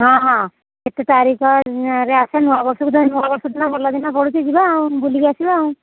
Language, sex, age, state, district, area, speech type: Odia, female, 60+, Odisha, Jharsuguda, rural, conversation